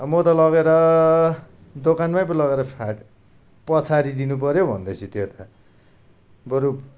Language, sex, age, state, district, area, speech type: Nepali, male, 45-60, West Bengal, Darjeeling, rural, spontaneous